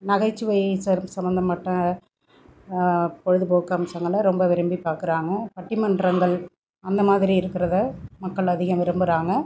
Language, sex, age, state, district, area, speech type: Tamil, female, 45-60, Tamil Nadu, Thanjavur, rural, spontaneous